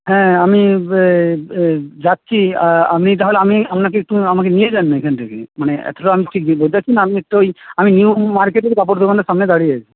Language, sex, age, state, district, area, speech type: Bengali, male, 30-45, West Bengal, Paschim Medinipur, rural, conversation